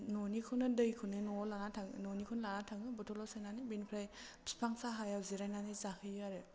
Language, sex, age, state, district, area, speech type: Bodo, female, 30-45, Assam, Chirang, urban, spontaneous